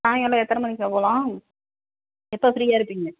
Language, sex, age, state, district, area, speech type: Tamil, female, 30-45, Tamil Nadu, Pudukkottai, urban, conversation